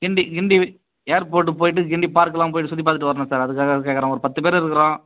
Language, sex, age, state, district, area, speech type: Tamil, male, 30-45, Tamil Nadu, Chengalpattu, rural, conversation